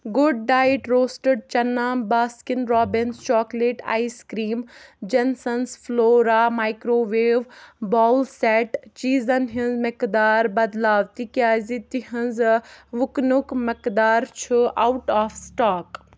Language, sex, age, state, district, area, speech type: Kashmiri, female, 30-45, Jammu and Kashmir, Ganderbal, rural, read